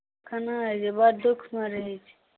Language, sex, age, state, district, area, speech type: Maithili, male, 60+, Bihar, Saharsa, rural, conversation